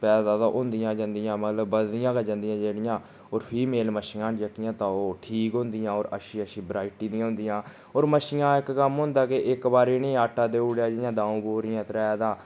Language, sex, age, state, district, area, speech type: Dogri, male, 30-45, Jammu and Kashmir, Udhampur, rural, spontaneous